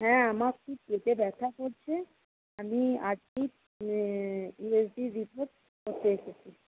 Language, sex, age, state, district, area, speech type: Bengali, female, 45-60, West Bengal, Birbhum, urban, conversation